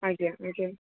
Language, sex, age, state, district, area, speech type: Odia, female, 45-60, Odisha, Sundergarh, rural, conversation